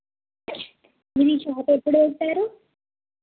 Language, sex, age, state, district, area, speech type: Telugu, female, 18-30, Telangana, Jagtial, urban, conversation